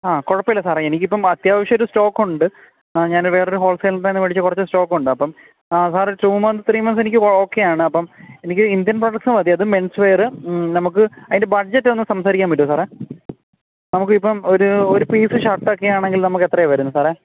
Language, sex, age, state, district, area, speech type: Malayalam, male, 30-45, Kerala, Alappuzha, rural, conversation